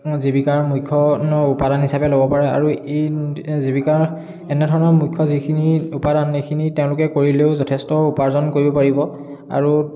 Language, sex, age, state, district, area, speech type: Assamese, male, 18-30, Assam, Charaideo, urban, spontaneous